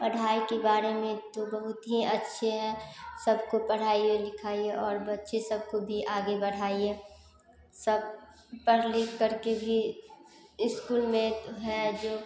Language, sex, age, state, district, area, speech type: Hindi, female, 18-30, Bihar, Samastipur, rural, spontaneous